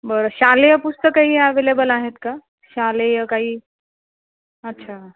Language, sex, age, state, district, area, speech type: Marathi, female, 30-45, Maharashtra, Nanded, urban, conversation